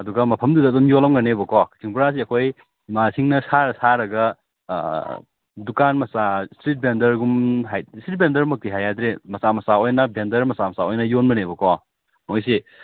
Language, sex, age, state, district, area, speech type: Manipuri, male, 18-30, Manipur, Kakching, rural, conversation